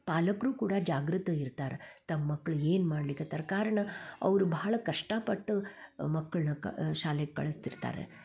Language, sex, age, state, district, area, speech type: Kannada, female, 60+, Karnataka, Dharwad, rural, spontaneous